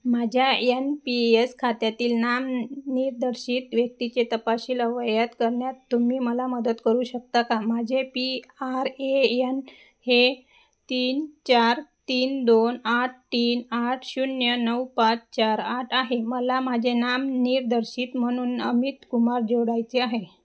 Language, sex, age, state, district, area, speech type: Marathi, female, 30-45, Maharashtra, Wardha, rural, read